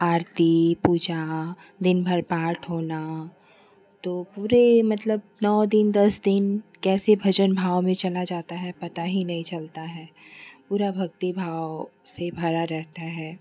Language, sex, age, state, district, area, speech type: Hindi, female, 30-45, Uttar Pradesh, Chandauli, urban, spontaneous